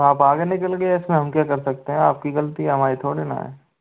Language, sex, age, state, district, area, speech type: Hindi, male, 18-30, Rajasthan, Jodhpur, rural, conversation